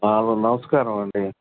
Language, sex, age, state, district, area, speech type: Telugu, male, 30-45, Andhra Pradesh, Bapatla, urban, conversation